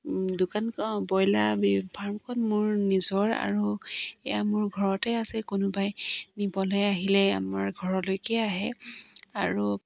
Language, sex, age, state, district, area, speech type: Assamese, female, 45-60, Assam, Dibrugarh, rural, spontaneous